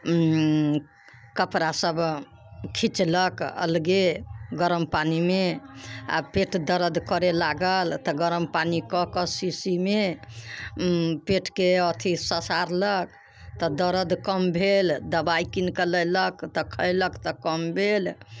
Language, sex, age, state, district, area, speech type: Maithili, female, 60+, Bihar, Muzaffarpur, rural, spontaneous